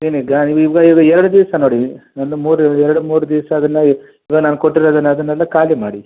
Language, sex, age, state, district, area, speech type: Kannada, male, 30-45, Karnataka, Kolar, urban, conversation